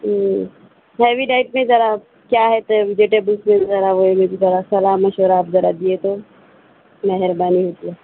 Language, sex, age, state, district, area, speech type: Urdu, female, 18-30, Telangana, Hyderabad, urban, conversation